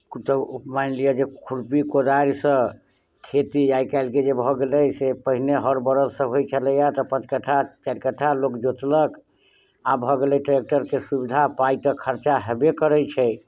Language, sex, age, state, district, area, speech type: Maithili, male, 60+, Bihar, Muzaffarpur, rural, spontaneous